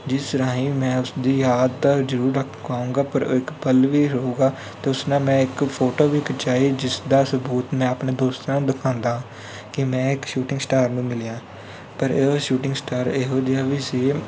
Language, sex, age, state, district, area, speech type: Punjabi, male, 18-30, Punjab, Kapurthala, urban, spontaneous